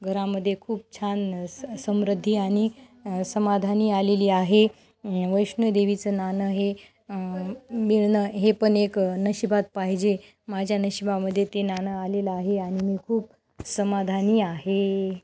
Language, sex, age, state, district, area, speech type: Marathi, female, 30-45, Maharashtra, Nanded, urban, spontaneous